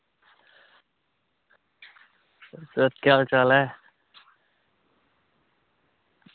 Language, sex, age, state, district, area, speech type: Dogri, male, 18-30, Jammu and Kashmir, Samba, rural, conversation